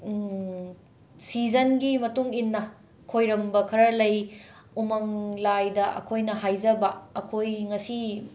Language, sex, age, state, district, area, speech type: Manipuri, female, 45-60, Manipur, Imphal West, urban, spontaneous